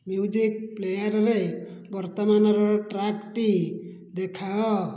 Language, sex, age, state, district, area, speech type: Odia, male, 60+, Odisha, Dhenkanal, rural, read